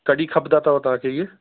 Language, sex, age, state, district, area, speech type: Sindhi, female, 30-45, Uttar Pradesh, Lucknow, rural, conversation